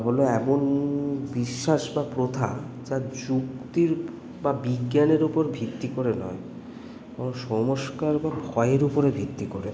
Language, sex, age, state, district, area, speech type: Bengali, male, 18-30, West Bengal, Kolkata, urban, spontaneous